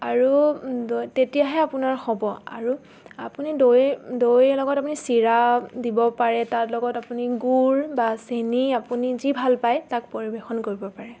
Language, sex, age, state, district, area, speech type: Assamese, female, 18-30, Assam, Biswanath, rural, spontaneous